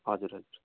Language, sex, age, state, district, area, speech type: Nepali, male, 45-60, West Bengal, Darjeeling, rural, conversation